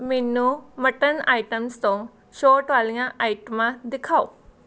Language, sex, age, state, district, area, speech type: Punjabi, female, 18-30, Punjab, Gurdaspur, rural, read